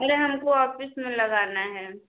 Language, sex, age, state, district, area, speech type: Hindi, female, 30-45, Uttar Pradesh, Chandauli, urban, conversation